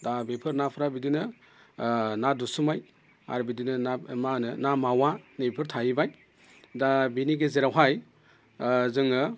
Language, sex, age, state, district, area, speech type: Bodo, male, 30-45, Assam, Udalguri, rural, spontaneous